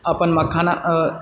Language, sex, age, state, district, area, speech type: Maithili, male, 30-45, Bihar, Purnia, rural, spontaneous